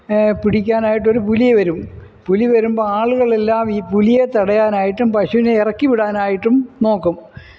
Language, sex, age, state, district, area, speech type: Malayalam, male, 60+, Kerala, Kollam, rural, spontaneous